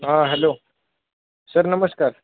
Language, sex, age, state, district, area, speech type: Marathi, male, 18-30, Maharashtra, Osmanabad, rural, conversation